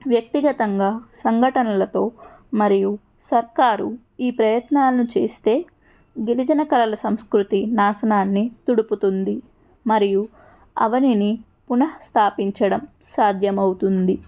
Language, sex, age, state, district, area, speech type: Telugu, female, 60+, Andhra Pradesh, N T Rama Rao, urban, spontaneous